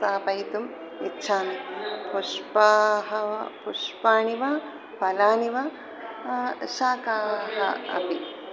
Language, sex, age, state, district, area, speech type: Sanskrit, female, 60+, Telangana, Peddapalli, urban, spontaneous